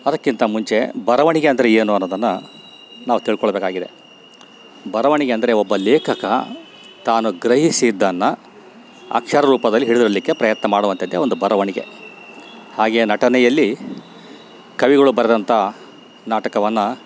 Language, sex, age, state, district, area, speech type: Kannada, male, 60+, Karnataka, Bellary, rural, spontaneous